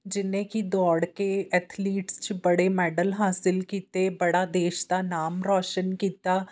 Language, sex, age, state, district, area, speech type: Punjabi, female, 30-45, Punjab, Amritsar, urban, spontaneous